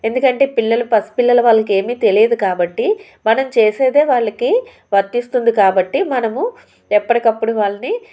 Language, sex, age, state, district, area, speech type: Telugu, female, 30-45, Andhra Pradesh, Anakapalli, urban, spontaneous